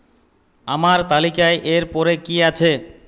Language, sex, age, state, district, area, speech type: Bengali, male, 30-45, West Bengal, Purulia, rural, read